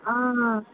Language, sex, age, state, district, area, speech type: Tamil, female, 18-30, Tamil Nadu, Sivaganga, rural, conversation